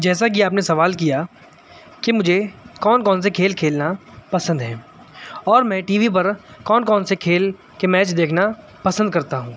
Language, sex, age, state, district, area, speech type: Urdu, male, 18-30, Uttar Pradesh, Shahjahanpur, urban, spontaneous